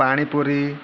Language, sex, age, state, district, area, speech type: Gujarati, male, 30-45, Gujarat, Surat, urban, spontaneous